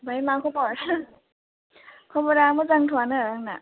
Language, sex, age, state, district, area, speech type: Bodo, female, 18-30, Assam, Baksa, rural, conversation